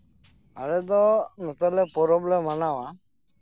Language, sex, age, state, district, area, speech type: Santali, male, 45-60, West Bengal, Birbhum, rural, spontaneous